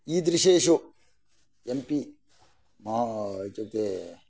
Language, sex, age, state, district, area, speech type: Sanskrit, male, 45-60, Karnataka, Shimoga, rural, spontaneous